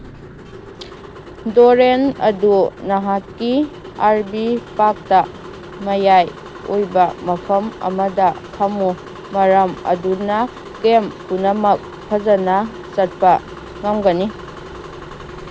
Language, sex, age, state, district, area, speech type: Manipuri, female, 18-30, Manipur, Kangpokpi, urban, read